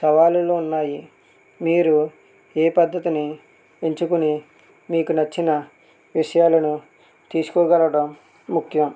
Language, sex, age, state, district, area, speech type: Telugu, male, 30-45, Andhra Pradesh, West Godavari, rural, spontaneous